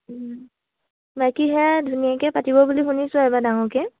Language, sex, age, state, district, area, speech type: Assamese, female, 18-30, Assam, Lakhimpur, rural, conversation